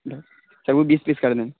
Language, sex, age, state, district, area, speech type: Urdu, male, 18-30, Uttar Pradesh, Saharanpur, urban, conversation